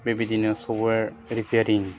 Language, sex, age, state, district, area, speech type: Bodo, male, 30-45, Assam, Udalguri, urban, spontaneous